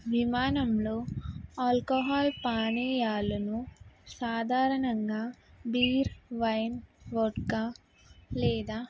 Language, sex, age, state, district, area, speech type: Telugu, female, 18-30, Telangana, Karimnagar, urban, spontaneous